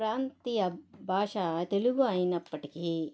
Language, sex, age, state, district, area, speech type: Telugu, female, 30-45, Andhra Pradesh, Sri Balaji, rural, spontaneous